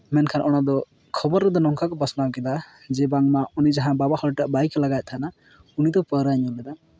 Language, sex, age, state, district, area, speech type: Santali, male, 18-30, West Bengal, Purulia, rural, spontaneous